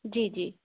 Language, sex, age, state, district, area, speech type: Urdu, female, 30-45, Delhi, South Delhi, urban, conversation